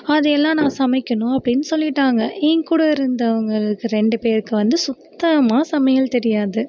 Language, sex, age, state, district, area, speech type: Tamil, female, 18-30, Tamil Nadu, Mayiladuthurai, rural, spontaneous